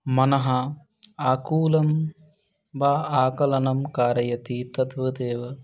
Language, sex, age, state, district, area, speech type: Sanskrit, male, 18-30, Odisha, Kandhamal, urban, spontaneous